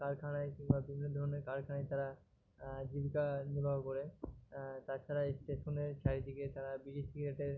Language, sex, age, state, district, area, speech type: Bengali, male, 45-60, West Bengal, Purba Bardhaman, rural, spontaneous